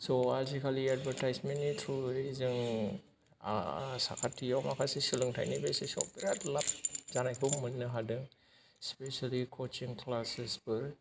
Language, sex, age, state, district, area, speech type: Bodo, male, 30-45, Assam, Kokrajhar, rural, spontaneous